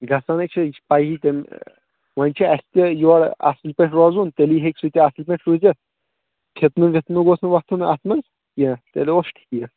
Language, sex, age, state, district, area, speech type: Kashmiri, male, 18-30, Jammu and Kashmir, Shopian, rural, conversation